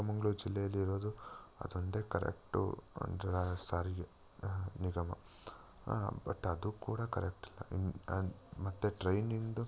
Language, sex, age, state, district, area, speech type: Kannada, male, 18-30, Karnataka, Chikkamagaluru, rural, spontaneous